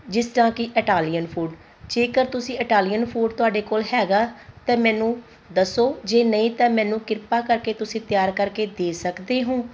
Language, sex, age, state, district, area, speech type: Punjabi, female, 30-45, Punjab, Tarn Taran, rural, spontaneous